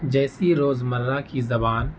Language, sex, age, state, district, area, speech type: Urdu, male, 18-30, Delhi, North East Delhi, rural, spontaneous